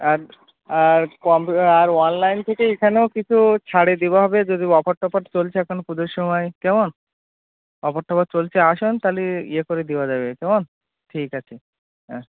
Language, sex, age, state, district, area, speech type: Bengali, male, 18-30, West Bengal, Birbhum, urban, conversation